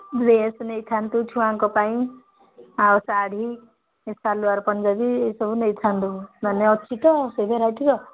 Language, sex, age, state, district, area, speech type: Odia, female, 60+, Odisha, Jharsuguda, rural, conversation